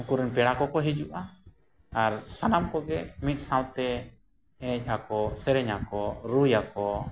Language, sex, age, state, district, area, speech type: Santali, male, 18-30, Jharkhand, East Singhbhum, rural, spontaneous